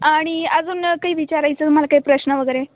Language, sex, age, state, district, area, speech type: Marathi, female, 18-30, Maharashtra, Nashik, urban, conversation